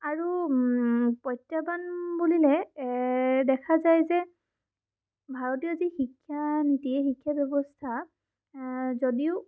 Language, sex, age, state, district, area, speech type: Assamese, female, 18-30, Assam, Sonitpur, rural, spontaneous